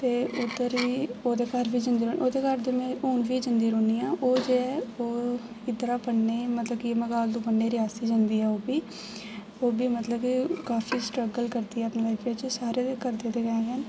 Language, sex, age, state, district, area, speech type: Dogri, female, 18-30, Jammu and Kashmir, Jammu, rural, spontaneous